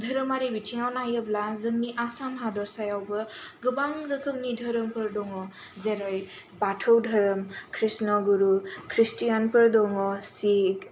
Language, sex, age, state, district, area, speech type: Bodo, female, 18-30, Assam, Kokrajhar, urban, spontaneous